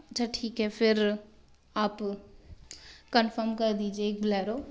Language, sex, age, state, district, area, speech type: Hindi, female, 30-45, Madhya Pradesh, Bhopal, urban, spontaneous